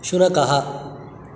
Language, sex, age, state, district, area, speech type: Sanskrit, male, 30-45, Karnataka, Udupi, urban, read